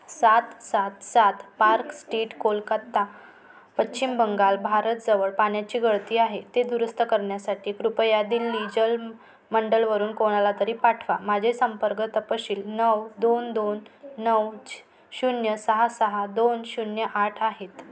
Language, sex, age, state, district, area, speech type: Marathi, female, 30-45, Maharashtra, Wardha, urban, read